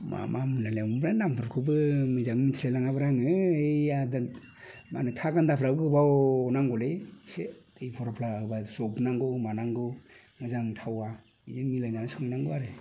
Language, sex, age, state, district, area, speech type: Bodo, male, 45-60, Assam, Udalguri, rural, spontaneous